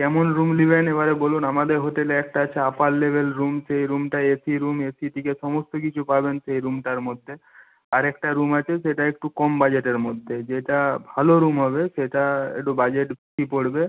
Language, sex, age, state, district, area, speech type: Bengali, male, 45-60, West Bengal, Nadia, rural, conversation